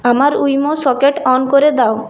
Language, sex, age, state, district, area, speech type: Bengali, female, 18-30, West Bengal, Purulia, urban, read